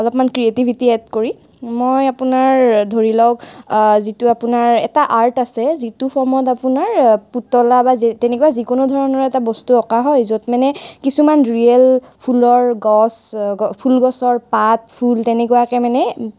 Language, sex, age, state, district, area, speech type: Assamese, female, 18-30, Assam, Nalbari, rural, spontaneous